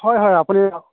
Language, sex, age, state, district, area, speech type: Assamese, male, 45-60, Assam, Nagaon, rural, conversation